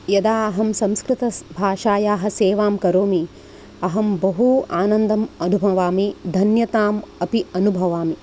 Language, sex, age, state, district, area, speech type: Sanskrit, female, 45-60, Karnataka, Udupi, urban, spontaneous